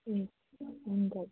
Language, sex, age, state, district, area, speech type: Nepali, female, 18-30, West Bengal, Kalimpong, rural, conversation